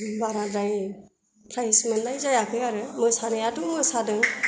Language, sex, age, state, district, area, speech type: Bodo, female, 60+, Assam, Kokrajhar, rural, spontaneous